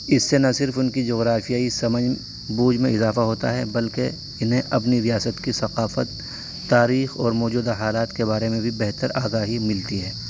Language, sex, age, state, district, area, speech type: Urdu, male, 30-45, Uttar Pradesh, Saharanpur, urban, spontaneous